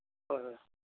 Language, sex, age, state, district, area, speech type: Manipuri, male, 30-45, Manipur, Churachandpur, rural, conversation